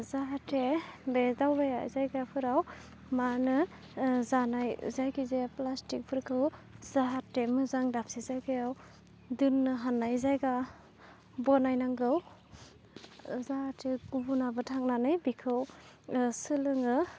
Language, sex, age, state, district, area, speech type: Bodo, female, 18-30, Assam, Udalguri, rural, spontaneous